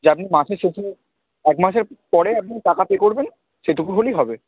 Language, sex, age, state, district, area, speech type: Bengali, male, 60+, West Bengal, Nadia, rural, conversation